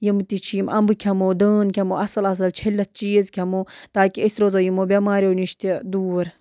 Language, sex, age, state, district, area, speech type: Kashmiri, female, 18-30, Jammu and Kashmir, Budgam, rural, spontaneous